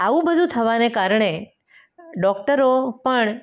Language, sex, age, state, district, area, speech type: Gujarati, female, 45-60, Gujarat, Anand, urban, spontaneous